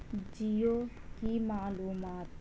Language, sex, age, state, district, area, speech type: Urdu, female, 18-30, Delhi, South Delhi, urban, read